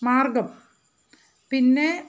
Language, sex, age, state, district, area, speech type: Malayalam, female, 45-60, Kerala, Thiruvananthapuram, urban, spontaneous